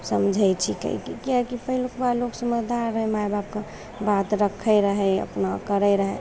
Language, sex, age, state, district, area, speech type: Maithili, female, 18-30, Bihar, Begusarai, rural, spontaneous